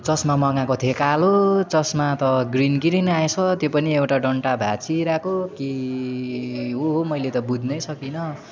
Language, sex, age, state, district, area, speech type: Nepali, male, 18-30, West Bengal, Kalimpong, rural, spontaneous